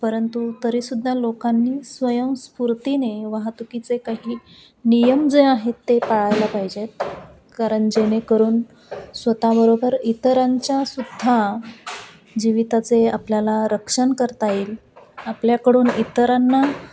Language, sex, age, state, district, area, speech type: Marathi, female, 30-45, Maharashtra, Nashik, urban, spontaneous